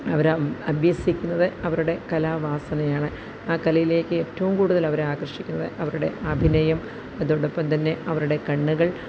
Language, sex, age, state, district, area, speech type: Malayalam, female, 45-60, Kerala, Kottayam, rural, spontaneous